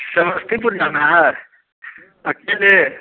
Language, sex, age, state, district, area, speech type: Hindi, male, 60+, Bihar, Samastipur, urban, conversation